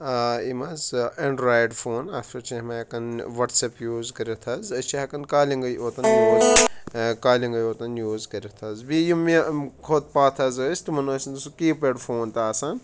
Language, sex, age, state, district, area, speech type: Kashmiri, male, 18-30, Jammu and Kashmir, Shopian, rural, spontaneous